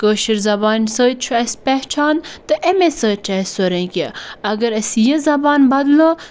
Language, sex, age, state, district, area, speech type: Kashmiri, female, 18-30, Jammu and Kashmir, Bandipora, rural, spontaneous